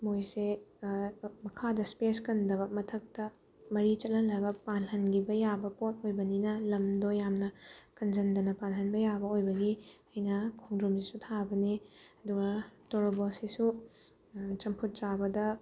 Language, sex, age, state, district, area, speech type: Manipuri, female, 18-30, Manipur, Bishnupur, rural, spontaneous